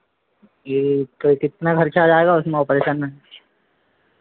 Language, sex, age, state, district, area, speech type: Hindi, male, 30-45, Madhya Pradesh, Harda, urban, conversation